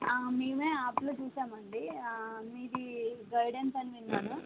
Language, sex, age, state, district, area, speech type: Telugu, female, 18-30, Andhra Pradesh, Srikakulam, rural, conversation